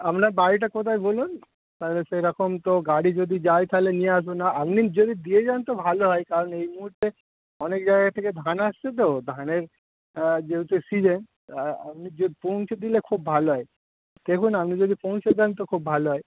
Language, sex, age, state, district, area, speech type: Bengali, male, 30-45, West Bengal, Darjeeling, urban, conversation